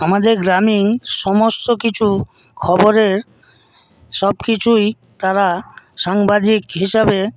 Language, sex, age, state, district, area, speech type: Bengali, male, 60+, West Bengal, Paschim Medinipur, rural, spontaneous